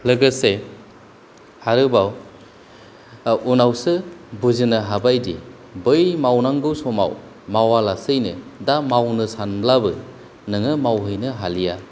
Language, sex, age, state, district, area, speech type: Bodo, male, 30-45, Assam, Kokrajhar, rural, spontaneous